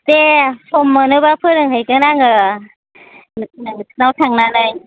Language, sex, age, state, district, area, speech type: Bodo, female, 30-45, Assam, Chirang, urban, conversation